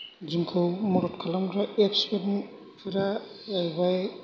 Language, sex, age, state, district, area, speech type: Bodo, male, 45-60, Assam, Kokrajhar, rural, spontaneous